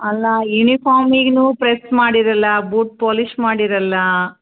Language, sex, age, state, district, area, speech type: Kannada, female, 45-60, Karnataka, Gulbarga, urban, conversation